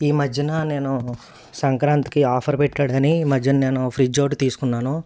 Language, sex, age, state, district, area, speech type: Telugu, male, 30-45, Andhra Pradesh, Eluru, rural, spontaneous